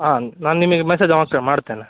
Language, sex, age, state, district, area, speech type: Kannada, male, 18-30, Karnataka, Davanagere, rural, conversation